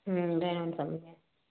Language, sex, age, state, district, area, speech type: Hindi, female, 30-45, Uttar Pradesh, Varanasi, urban, conversation